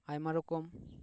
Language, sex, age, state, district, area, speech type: Santali, male, 30-45, West Bengal, Paschim Bardhaman, rural, spontaneous